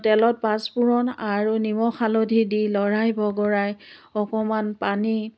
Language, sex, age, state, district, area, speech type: Assamese, female, 60+, Assam, Biswanath, rural, spontaneous